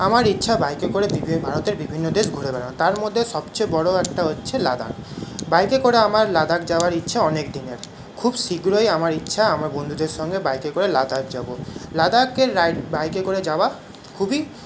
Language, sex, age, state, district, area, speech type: Bengali, male, 30-45, West Bengal, Paschim Bardhaman, urban, spontaneous